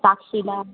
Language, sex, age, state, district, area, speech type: Marathi, female, 18-30, Maharashtra, Ahmednagar, urban, conversation